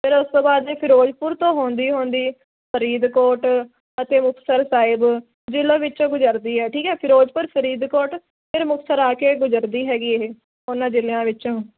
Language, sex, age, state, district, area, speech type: Punjabi, female, 18-30, Punjab, Firozpur, urban, conversation